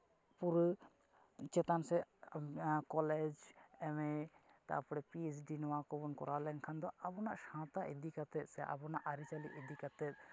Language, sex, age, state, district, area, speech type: Santali, male, 18-30, West Bengal, Jhargram, rural, spontaneous